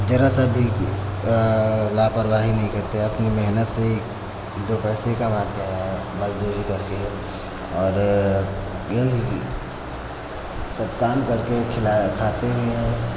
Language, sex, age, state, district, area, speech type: Hindi, male, 45-60, Uttar Pradesh, Lucknow, rural, spontaneous